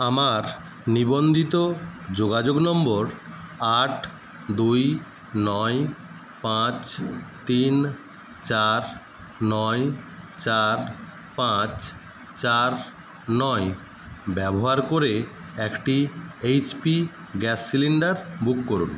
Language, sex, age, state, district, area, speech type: Bengali, male, 30-45, West Bengal, Paschim Medinipur, urban, read